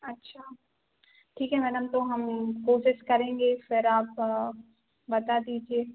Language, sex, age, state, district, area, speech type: Hindi, female, 18-30, Madhya Pradesh, Narsinghpur, rural, conversation